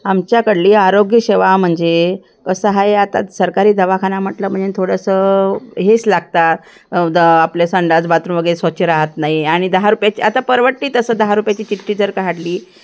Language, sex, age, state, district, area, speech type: Marathi, female, 60+, Maharashtra, Thane, rural, spontaneous